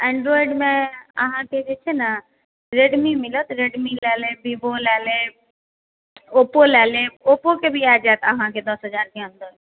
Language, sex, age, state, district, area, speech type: Maithili, female, 30-45, Bihar, Purnia, urban, conversation